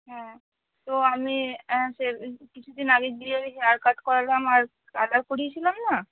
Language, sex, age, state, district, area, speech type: Bengali, female, 18-30, West Bengal, Cooch Behar, rural, conversation